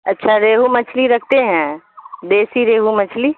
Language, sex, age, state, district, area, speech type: Urdu, female, 45-60, Bihar, Supaul, rural, conversation